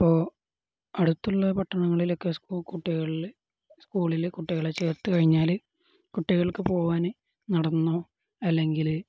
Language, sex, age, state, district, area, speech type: Malayalam, male, 18-30, Kerala, Kozhikode, rural, spontaneous